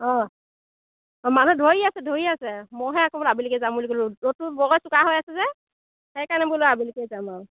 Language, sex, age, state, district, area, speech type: Assamese, female, 45-60, Assam, Lakhimpur, rural, conversation